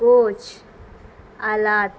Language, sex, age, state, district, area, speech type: Urdu, female, 18-30, Bihar, Gaya, urban, spontaneous